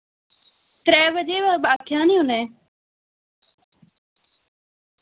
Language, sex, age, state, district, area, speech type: Dogri, female, 18-30, Jammu and Kashmir, Udhampur, rural, conversation